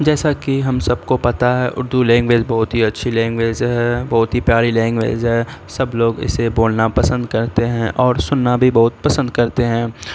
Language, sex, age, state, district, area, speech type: Urdu, male, 18-30, Bihar, Saharsa, rural, spontaneous